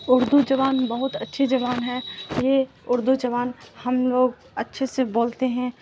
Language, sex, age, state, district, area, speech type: Urdu, female, 18-30, Bihar, Supaul, rural, spontaneous